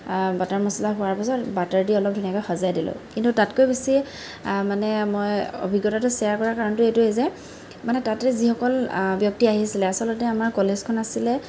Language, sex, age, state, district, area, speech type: Assamese, female, 30-45, Assam, Kamrup Metropolitan, urban, spontaneous